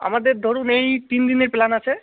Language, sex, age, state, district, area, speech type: Bengali, male, 18-30, West Bengal, Jalpaiguri, rural, conversation